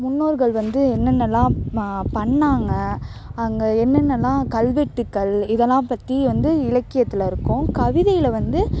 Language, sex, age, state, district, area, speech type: Tamil, female, 18-30, Tamil Nadu, Thanjavur, urban, spontaneous